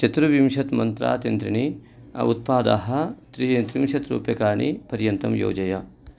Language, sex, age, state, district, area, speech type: Sanskrit, male, 45-60, Karnataka, Uttara Kannada, urban, read